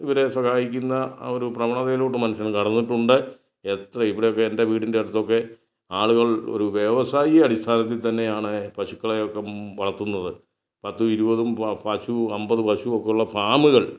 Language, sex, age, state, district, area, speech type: Malayalam, male, 60+, Kerala, Kottayam, rural, spontaneous